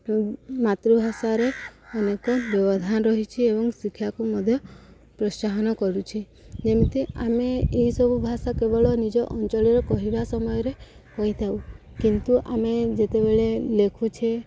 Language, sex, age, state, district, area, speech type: Odia, female, 45-60, Odisha, Subarnapur, urban, spontaneous